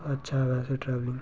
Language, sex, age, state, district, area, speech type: Dogri, male, 30-45, Jammu and Kashmir, Reasi, rural, spontaneous